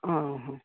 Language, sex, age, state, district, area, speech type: Odia, male, 18-30, Odisha, Malkangiri, urban, conversation